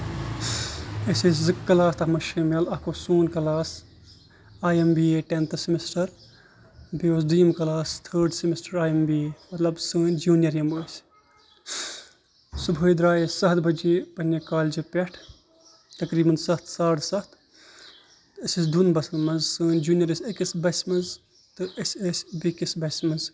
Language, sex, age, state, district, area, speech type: Kashmiri, male, 18-30, Jammu and Kashmir, Kupwara, rural, spontaneous